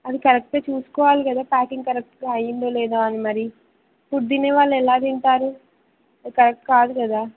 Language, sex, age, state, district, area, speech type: Telugu, female, 18-30, Telangana, Siddipet, rural, conversation